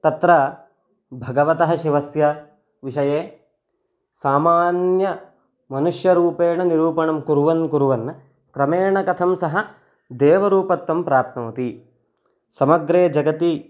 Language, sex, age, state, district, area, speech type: Sanskrit, male, 18-30, Karnataka, Chitradurga, rural, spontaneous